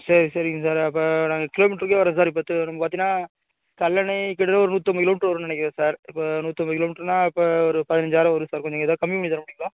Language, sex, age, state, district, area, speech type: Tamil, male, 30-45, Tamil Nadu, Tiruvarur, rural, conversation